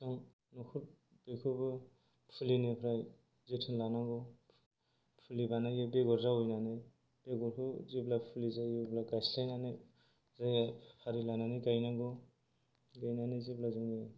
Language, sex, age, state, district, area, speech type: Bodo, male, 45-60, Assam, Kokrajhar, rural, spontaneous